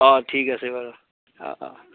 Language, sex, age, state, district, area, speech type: Assamese, male, 45-60, Assam, Darrang, rural, conversation